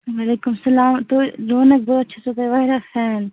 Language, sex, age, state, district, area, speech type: Kashmiri, female, 30-45, Jammu and Kashmir, Baramulla, rural, conversation